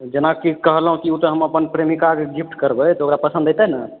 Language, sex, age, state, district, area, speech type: Maithili, male, 18-30, Bihar, Purnia, rural, conversation